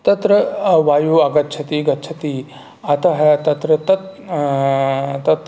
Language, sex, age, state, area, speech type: Sanskrit, male, 45-60, Rajasthan, rural, spontaneous